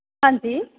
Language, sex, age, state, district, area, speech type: Punjabi, female, 45-60, Punjab, Jalandhar, urban, conversation